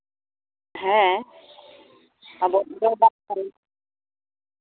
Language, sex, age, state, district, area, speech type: Santali, female, 30-45, West Bengal, Uttar Dinajpur, rural, conversation